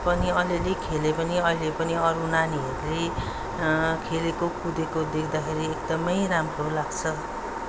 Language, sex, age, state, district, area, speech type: Nepali, female, 45-60, West Bengal, Darjeeling, rural, spontaneous